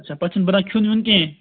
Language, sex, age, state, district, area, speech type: Kashmiri, male, 18-30, Jammu and Kashmir, Kupwara, rural, conversation